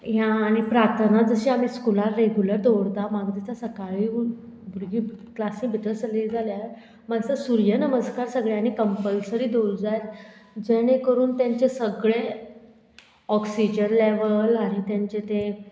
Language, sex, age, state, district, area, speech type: Goan Konkani, female, 45-60, Goa, Murmgao, rural, spontaneous